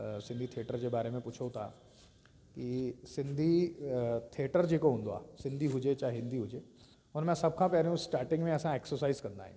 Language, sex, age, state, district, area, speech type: Sindhi, male, 30-45, Delhi, South Delhi, urban, spontaneous